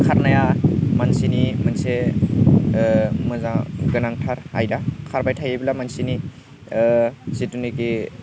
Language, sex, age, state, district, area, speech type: Bodo, male, 18-30, Assam, Udalguri, rural, spontaneous